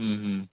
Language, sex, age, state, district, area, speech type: Odia, male, 30-45, Odisha, Ganjam, urban, conversation